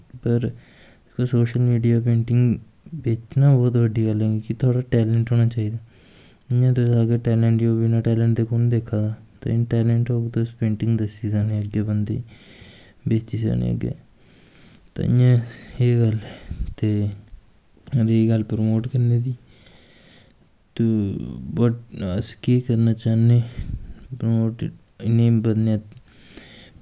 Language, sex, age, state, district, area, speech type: Dogri, male, 18-30, Jammu and Kashmir, Kathua, rural, spontaneous